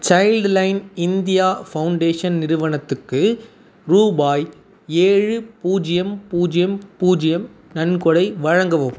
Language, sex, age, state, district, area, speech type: Tamil, male, 18-30, Tamil Nadu, Tiruvannamalai, urban, read